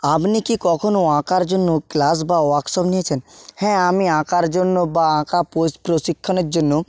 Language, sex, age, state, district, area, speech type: Bengali, male, 18-30, West Bengal, Nadia, rural, spontaneous